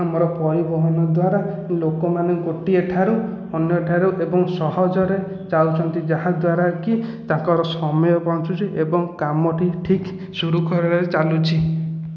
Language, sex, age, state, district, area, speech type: Odia, male, 30-45, Odisha, Khordha, rural, spontaneous